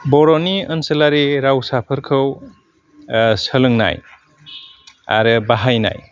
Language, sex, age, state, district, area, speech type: Bodo, male, 45-60, Assam, Udalguri, urban, spontaneous